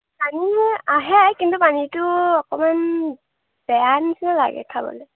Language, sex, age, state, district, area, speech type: Assamese, female, 18-30, Assam, Majuli, urban, conversation